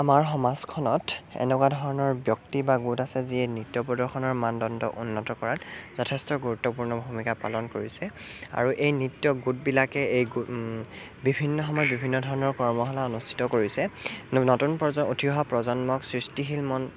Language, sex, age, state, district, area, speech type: Assamese, male, 18-30, Assam, Sonitpur, rural, spontaneous